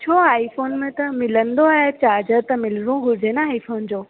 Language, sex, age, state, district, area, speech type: Sindhi, female, 18-30, Rajasthan, Ajmer, urban, conversation